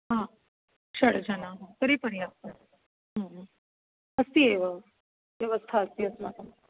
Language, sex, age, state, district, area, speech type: Sanskrit, female, 30-45, Maharashtra, Nagpur, urban, conversation